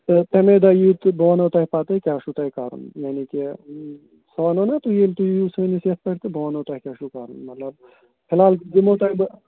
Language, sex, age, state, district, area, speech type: Kashmiri, male, 30-45, Jammu and Kashmir, Srinagar, urban, conversation